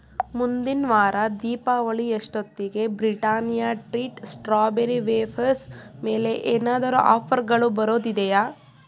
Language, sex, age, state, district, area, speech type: Kannada, female, 18-30, Karnataka, Tumkur, rural, read